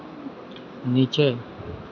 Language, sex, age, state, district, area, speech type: Hindi, male, 30-45, Madhya Pradesh, Harda, urban, read